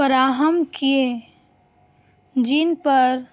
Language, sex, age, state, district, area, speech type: Urdu, female, 18-30, Bihar, Gaya, urban, spontaneous